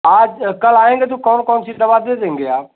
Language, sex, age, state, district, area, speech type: Hindi, male, 45-60, Uttar Pradesh, Azamgarh, rural, conversation